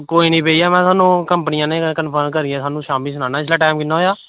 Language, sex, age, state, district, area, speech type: Dogri, male, 18-30, Jammu and Kashmir, Kathua, rural, conversation